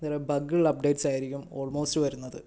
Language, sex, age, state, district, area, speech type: Malayalam, male, 18-30, Kerala, Wayanad, rural, spontaneous